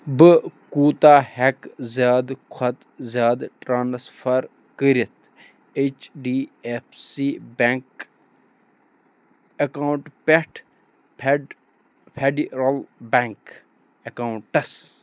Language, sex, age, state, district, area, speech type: Kashmiri, male, 30-45, Jammu and Kashmir, Bandipora, rural, read